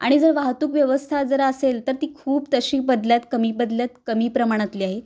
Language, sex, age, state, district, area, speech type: Marathi, female, 30-45, Maharashtra, Kolhapur, urban, spontaneous